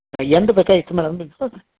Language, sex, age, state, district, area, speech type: Kannada, male, 60+, Karnataka, Dharwad, rural, conversation